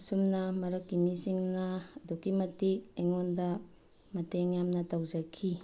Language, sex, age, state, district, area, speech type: Manipuri, female, 30-45, Manipur, Bishnupur, rural, spontaneous